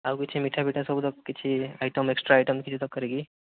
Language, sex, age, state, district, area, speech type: Odia, male, 18-30, Odisha, Jagatsinghpur, rural, conversation